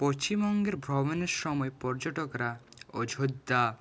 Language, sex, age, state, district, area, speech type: Bengali, male, 30-45, West Bengal, Purulia, urban, spontaneous